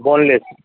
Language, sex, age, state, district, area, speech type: Urdu, male, 60+, Delhi, Central Delhi, urban, conversation